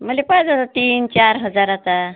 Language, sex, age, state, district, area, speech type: Marathi, female, 45-60, Maharashtra, Washim, rural, conversation